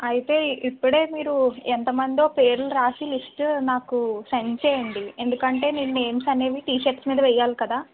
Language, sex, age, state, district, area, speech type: Telugu, female, 45-60, Andhra Pradesh, East Godavari, rural, conversation